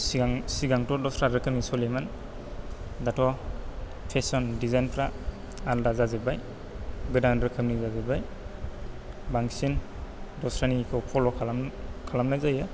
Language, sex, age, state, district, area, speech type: Bodo, male, 18-30, Assam, Chirang, rural, spontaneous